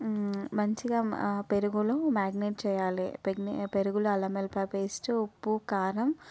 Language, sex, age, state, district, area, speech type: Telugu, female, 18-30, Telangana, Vikarabad, urban, spontaneous